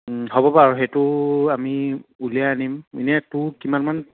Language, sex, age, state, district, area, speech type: Assamese, male, 45-60, Assam, Lakhimpur, rural, conversation